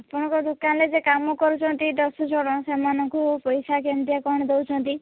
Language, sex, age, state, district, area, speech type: Odia, female, 18-30, Odisha, Balasore, rural, conversation